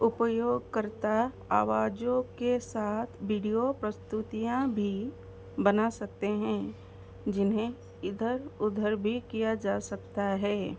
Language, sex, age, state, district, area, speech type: Hindi, female, 45-60, Madhya Pradesh, Seoni, rural, read